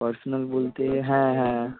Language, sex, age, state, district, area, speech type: Bengali, male, 18-30, West Bengal, Malda, rural, conversation